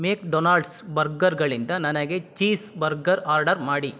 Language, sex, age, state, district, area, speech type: Kannada, male, 30-45, Karnataka, Chitradurga, rural, read